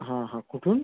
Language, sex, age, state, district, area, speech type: Marathi, male, 30-45, Maharashtra, Amravati, urban, conversation